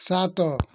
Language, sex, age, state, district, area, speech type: Odia, male, 60+, Odisha, Bargarh, urban, read